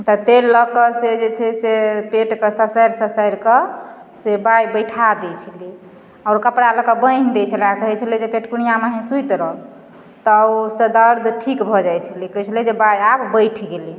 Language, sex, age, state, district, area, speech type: Maithili, female, 45-60, Bihar, Madhubani, rural, spontaneous